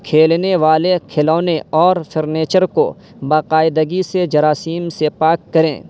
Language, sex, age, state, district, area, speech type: Urdu, male, 18-30, Uttar Pradesh, Saharanpur, urban, spontaneous